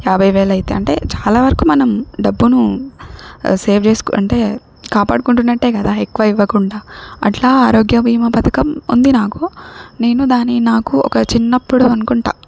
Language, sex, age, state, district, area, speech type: Telugu, female, 18-30, Telangana, Siddipet, rural, spontaneous